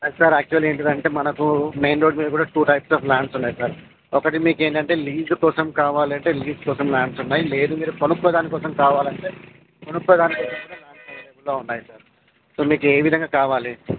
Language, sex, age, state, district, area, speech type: Telugu, male, 30-45, Telangana, Karimnagar, rural, conversation